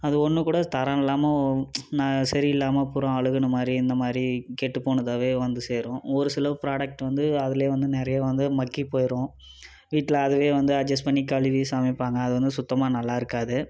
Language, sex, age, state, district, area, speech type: Tamil, male, 18-30, Tamil Nadu, Dharmapuri, rural, spontaneous